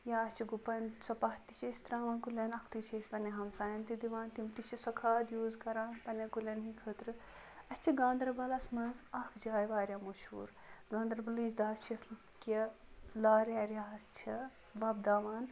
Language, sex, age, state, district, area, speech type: Kashmiri, female, 30-45, Jammu and Kashmir, Ganderbal, rural, spontaneous